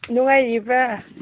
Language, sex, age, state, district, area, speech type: Manipuri, female, 18-30, Manipur, Senapati, urban, conversation